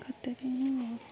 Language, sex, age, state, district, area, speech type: Odia, female, 18-30, Odisha, Jagatsinghpur, rural, spontaneous